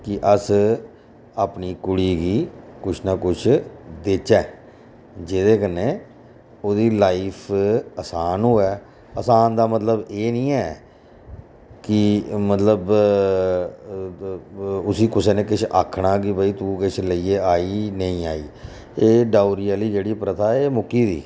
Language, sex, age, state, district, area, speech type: Dogri, male, 45-60, Jammu and Kashmir, Reasi, urban, spontaneous